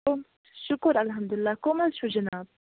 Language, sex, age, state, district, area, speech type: Kashmiri, female, 30-45, Jammu and Kashmir, Ganderbal, rural, conversation